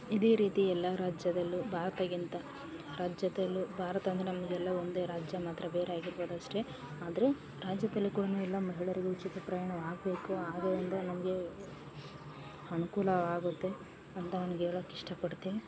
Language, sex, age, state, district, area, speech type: Kannada, female, 18-30, Karnataka, Vijayanagara, rural, spontaneous